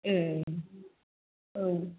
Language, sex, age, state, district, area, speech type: Bodo, female, 30-45, Assam, Chirang, urban, conversation